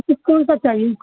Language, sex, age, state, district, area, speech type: Urdu, male, 30-45, Bihar, Supaul, rural, conversation